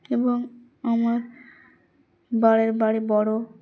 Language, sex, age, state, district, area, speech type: Bengali, female, 18-30, West Bengal, Dakshin Dinajpur, urban, spontaneous